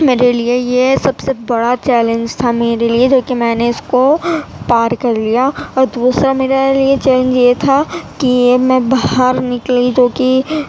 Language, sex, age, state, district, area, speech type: Urdu, female, 18-30, Uttar Pradesh, Gautam Buddha Nagar, rural, spontaneous